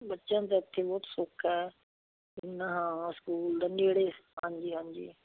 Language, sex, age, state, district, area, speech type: Punjabi, female, 60+, Punjab, Fazilka, rural, conversation